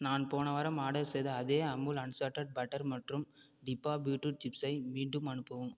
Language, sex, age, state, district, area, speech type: Tamil, male, 30-45, Tamil Nadu, Ariyalur, rural, read